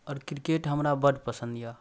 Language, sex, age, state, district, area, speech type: Maithili, male, 18-30, Bihar, Darbhanga, rural, spontaneous